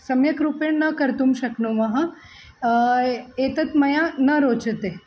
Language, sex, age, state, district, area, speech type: Sanskrit, female, 45-60, Maharashtra, Nagpur, urban, spontaneous